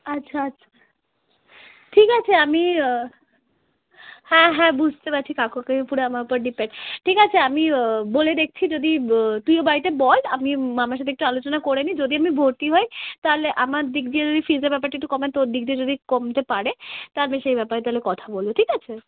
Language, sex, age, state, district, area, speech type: Bengali, female, 18-30, West Bengal, Darjeeling, rural, conversation